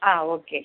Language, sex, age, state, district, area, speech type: Malayalam, female, 45-60, Kerala, Malappuram, urban, conversation